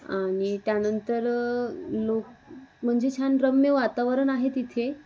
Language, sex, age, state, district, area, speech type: Marathi, female, 18-30, Maharashtra, Wardha, urban, spontaneous